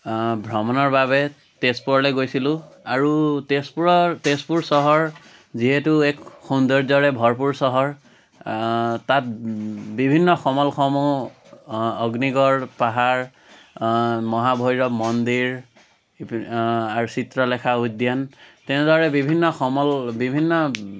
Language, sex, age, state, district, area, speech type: Assamese, male, 18-30, Assam, Biswanath, rural, spontaneous